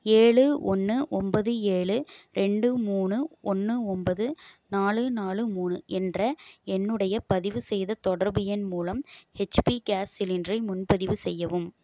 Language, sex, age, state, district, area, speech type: Tamil, female, 30-45, Tamil Nadu, Erode, rural, read